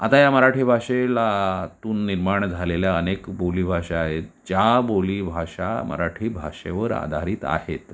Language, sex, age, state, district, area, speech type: Marathi, male, 45-60, Maharashtra, Sindhudurg, rural, spontaneous